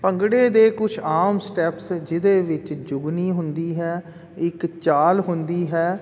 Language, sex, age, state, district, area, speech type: Punjabi, male, 45-60, Punjab, Jalandhar, urban, spontaneous